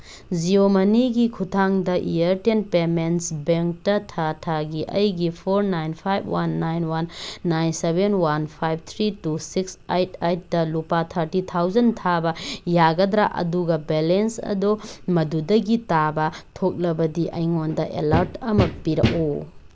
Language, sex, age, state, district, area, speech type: Manipuri, female, 30-45, Manipur, Tengnoupal, rural, read